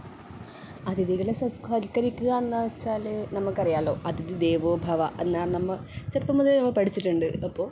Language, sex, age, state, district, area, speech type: Malayalam, female, 18-30, Kerala, Kasaragod, rural, spontaneous